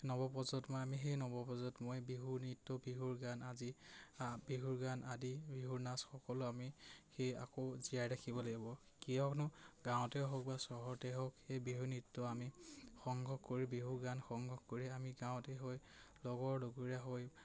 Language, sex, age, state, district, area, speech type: Assamese, male, 18-30, Assam, Majuli, urban, spontaneous